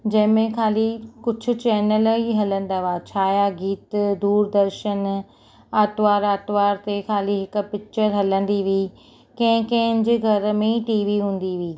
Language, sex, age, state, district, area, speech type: Sindhi, female, 30-45, Maharashtra, Mumbai Suburban, urban, spontaneous